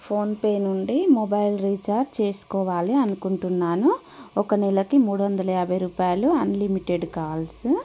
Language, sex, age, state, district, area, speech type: Telugu, female, 30-45, Telangana, Warangal, urban, spontaneous